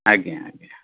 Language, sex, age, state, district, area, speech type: Odia, male, 60+, Odisha, Bhadrak, rural, conversation